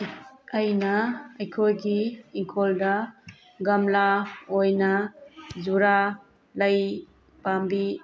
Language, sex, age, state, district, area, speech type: Manipuri, female, 45-60, Manipur, Tengnoupal, urban, spontaneous